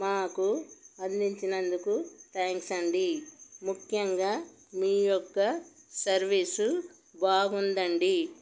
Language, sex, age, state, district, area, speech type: Telugu, female, 45-60, Telangana, Peddapalli, rural, spontaneous